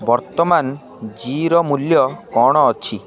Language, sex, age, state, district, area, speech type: Odia, male, 18-30, Odisha, Kendrapara, urban, read